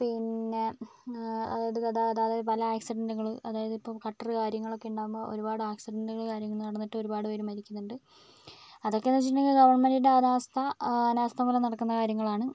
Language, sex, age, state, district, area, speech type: Malayalam, female, 30-45, Kerala, Wayanad, rural, spontaneous